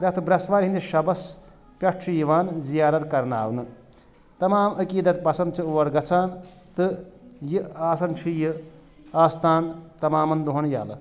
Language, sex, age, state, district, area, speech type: Kashmiri, male, 30-45, Jammu and Kashmir, Shopian, rural, spontaneous